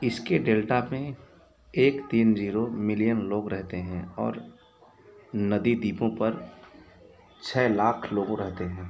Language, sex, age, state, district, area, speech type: Hindi, male, 30-45, Uttar Pradesh, Mau, rural, read